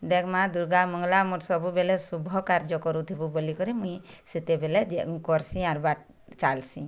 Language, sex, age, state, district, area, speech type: Odia, female, 60+, Odisha, Bargarh, rural, spontaneous